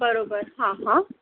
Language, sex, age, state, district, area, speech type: Marathi, female, 45-60, Maharashtra, Yavatmal, urban, conversation